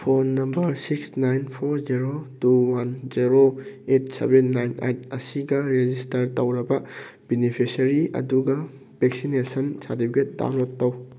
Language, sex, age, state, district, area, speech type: Manipuri, male, 18-30, Manipur, Thoubal, rural, read